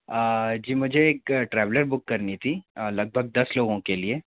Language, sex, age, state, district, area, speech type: Hindi, male, 45-60, Madhya Pradesh, Bhopal, urban, conversation